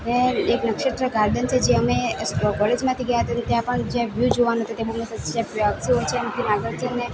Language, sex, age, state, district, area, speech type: Gujarati, female, 18-30, Gujarat, Valsad, rural, spontaneous